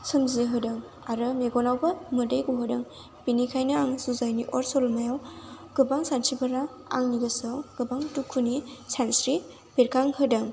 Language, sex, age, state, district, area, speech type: Bodo, female, 18-30, Assam, Chirang, rural, spontaneous